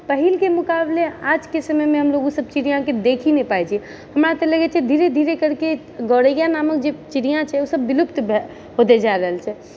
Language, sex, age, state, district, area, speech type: Maithili, female, 30-45, Bihar, Purnia, rural, spontaneous